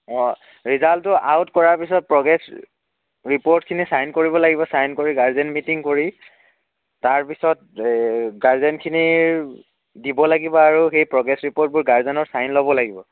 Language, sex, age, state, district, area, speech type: Assamese, male, 18-30, Assam, Dhemaji, urban, conversation